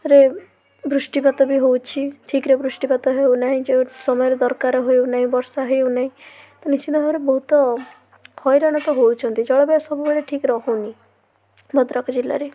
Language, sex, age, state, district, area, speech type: Odia, female, 18-30, Odisha, Bhadrak, rural, spontaneous